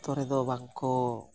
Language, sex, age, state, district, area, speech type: Santali, male, 45-60, Odisha, Mayurbhanj, rural, spontaneous